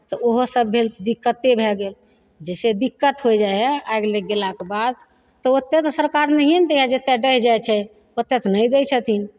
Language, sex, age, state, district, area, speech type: Maithili, female, 60+, Bihar, Begusarai, rural, spontaneous